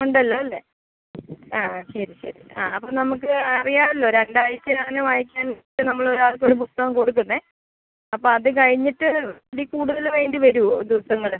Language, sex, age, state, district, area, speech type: Malayalam, female, 18-30, Kerala, Kottayam, rural, conversation